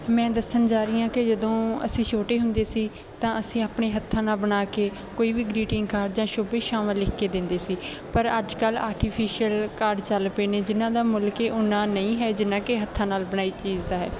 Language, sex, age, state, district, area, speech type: Punjabi, female, 18-30, Punjab, Bathinda, rural, spontaneous